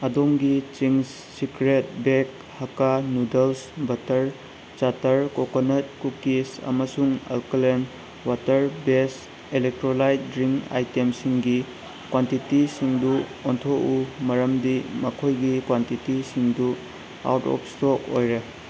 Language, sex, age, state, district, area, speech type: Manipuri, male, 18-30, Manipur, Bishnupur, rural, read